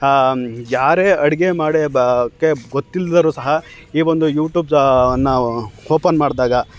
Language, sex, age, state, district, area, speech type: Kannada, male, 30-45, Karnataka, Chamarajanagar, rural, spontaneous